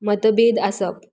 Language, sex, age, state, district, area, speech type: Goan Konkani, female, 30-45, Goa, Tiswadi, rural, read